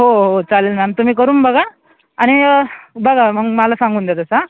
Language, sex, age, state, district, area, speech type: Marathi, male, 18-30, Maharashtra, Thane, urban, conversation